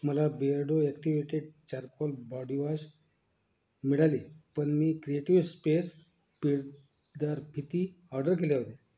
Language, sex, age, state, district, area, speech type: Marathi, male, 45-60, Maharashtra, Yavatmal, rural, read